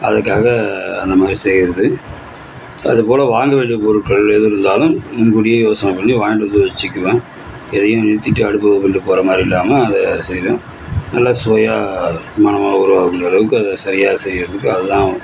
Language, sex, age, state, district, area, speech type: Tamil, male, 30-45, Tamil Nadu, Cuddalore, rural, spontaneous